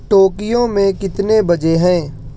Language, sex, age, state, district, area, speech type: Urdu, male, 60+, Maharashtra, Nashik, rural, read